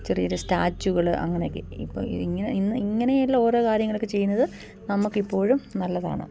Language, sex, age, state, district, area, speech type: Malayalam, female, 45-60, Kerala, Idukki, rural, spontaneous